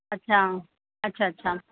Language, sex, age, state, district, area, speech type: Sindhi, female, 30-45, Uttar Pradesh, Lucknow, urban, conversation